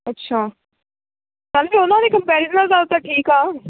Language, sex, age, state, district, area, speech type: Punjabi, female, 18-30, Punjab, Hoshiarpur, rural, conversation